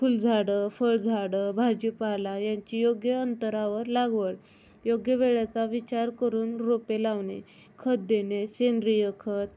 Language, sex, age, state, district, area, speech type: Marathi, female, 18-30, Maharashtra, Osmanabad, rural, spontaneous